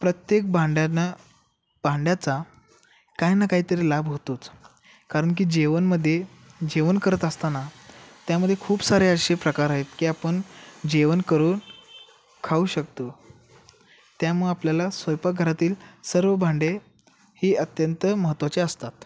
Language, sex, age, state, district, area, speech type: Marathi, male, 18-30, Maharashtra, Kolhapur, urban, spontaneous